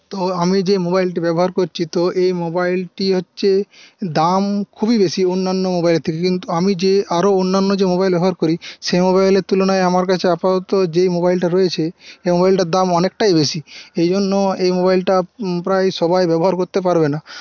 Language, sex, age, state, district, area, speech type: Bengali, male, 18-30, West Bengal, Paschim Medinipur, rural, spontaneous